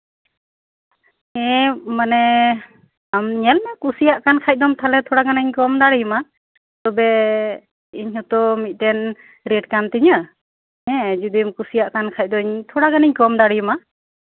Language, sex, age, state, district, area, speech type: Santali, female, 30-45, West Bengal, Birbhum, rural, conversation